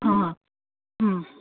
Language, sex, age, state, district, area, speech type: Assamese, female, 45-60, Assam, Sivasagar, rural, conversation